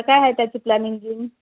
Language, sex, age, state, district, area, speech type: Marathi, female, 30-45, Maharashtra, Nagpur, rural, conversation